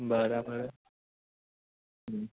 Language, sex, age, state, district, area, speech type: Gujarati, male, 18-30, Gujarat, Anand, urban, conversation